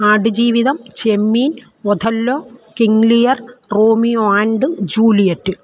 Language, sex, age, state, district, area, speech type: Malayalam, female, 60+, Kerala, Alappuzha, rural, spontaneous